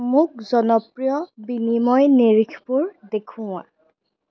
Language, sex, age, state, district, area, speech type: Assamese, female, 18-30, Assam, Darrang, rural, read